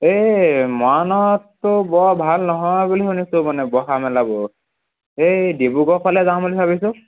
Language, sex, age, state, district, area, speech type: Assamese, male, 45-60, Assam, Charaideo, rural, conversation